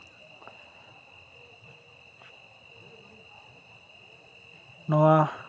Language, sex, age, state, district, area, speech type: Santali, male, 18-30, West Bengal, Purulia, rural, spontaneous